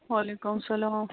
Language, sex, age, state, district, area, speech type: Kashmiri, female, 30-45, Jammu and Kashmir, Bandipora, rural, conversation